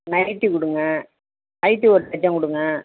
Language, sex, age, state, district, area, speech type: Tamil, female, 60+, Tamil Nadu, Tiruvarur, rural, conversation